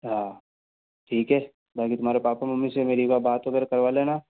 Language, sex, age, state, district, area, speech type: Hindi, male, 45-60, Rajasthan, Jodhpur, urban, conversation